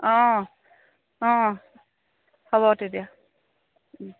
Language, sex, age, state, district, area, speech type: Assamese, female, 45-60, Assam, Lakhimpur, rural, conversation